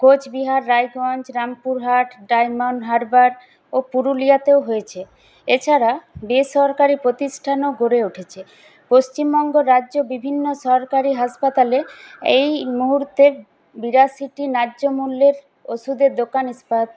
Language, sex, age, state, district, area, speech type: Bengali, female, 18-30, West Bengal, Paschim Bardhaman, urban, spontaneous